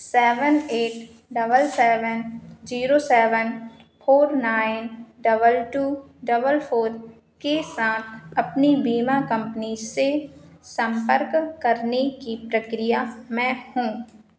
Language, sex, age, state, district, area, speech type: Hindi, female, 18-30, Madhya Pradesh, Narsinghpur, rural, read